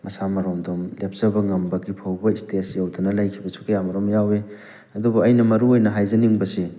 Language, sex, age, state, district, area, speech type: Manipuri, male, 30-45, Manipur, Thoubal, rural, spontaneous